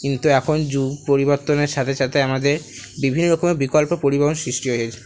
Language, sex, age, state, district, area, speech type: Bengali, male, 30-45, West Bengal, Paschim Bardhaman, urban, spontaneous